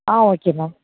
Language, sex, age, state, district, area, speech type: Tamil, female, 18-30, Tamil Nadu, Sivaganga, rural, conversation